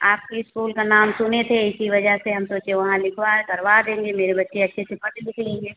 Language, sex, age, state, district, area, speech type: Hindi, female, 45-60, Uttar Pradesh, Azamgarh, rural, conversation